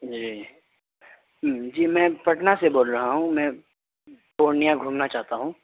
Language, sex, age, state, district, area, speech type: Urdu, male, 18-30, Bihar, Purnia, rural, conversation